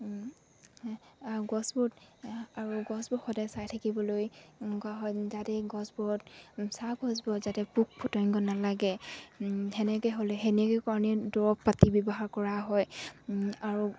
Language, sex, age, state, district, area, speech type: Assamese, female, 60+, Assam, Dibrugarh, rural, spontaneous